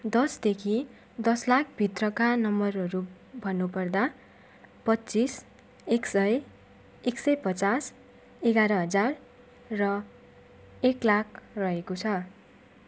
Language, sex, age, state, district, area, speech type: Nepali, female, 18-30, West Bengal, Darjeeling, rural, spontaneous